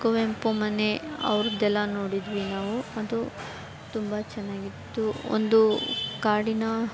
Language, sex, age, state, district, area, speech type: Kannada, female, 18-30, Karnataka, Chamarajanagar, rural, spontaneous